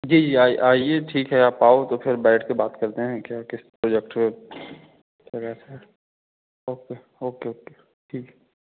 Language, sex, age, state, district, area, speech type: Hindi, male, 18-30, Madhya Pradesh, Katni, urban, conversation